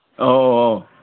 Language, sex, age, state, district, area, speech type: Manipuri, male, 60+, Manipur, Imphal East, rural, conversation